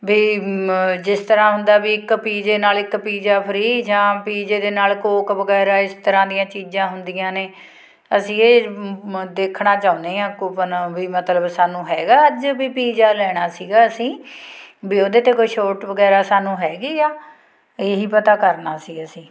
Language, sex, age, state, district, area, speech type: Punjabi, female, 45-60, Punjab, Fatehgarh Sahib, rural, spontaneous